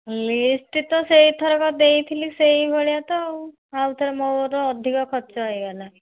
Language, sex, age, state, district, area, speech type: Odia, female, 30-45, Odisha, Cuttack, urban, conversation